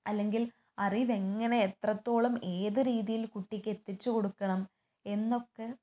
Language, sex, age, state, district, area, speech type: Malayalam, female, 18-30, Kerala, Kannur, urban, spontaneous